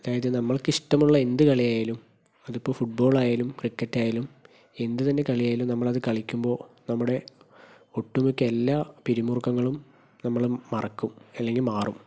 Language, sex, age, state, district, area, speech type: Malayalam, male, 30-45, Kerala, Palakkad, rural, spontaneous